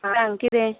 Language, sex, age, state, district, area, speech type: Goan Konkani, female, 30-45, Goa, Tiswadi, rural, conversation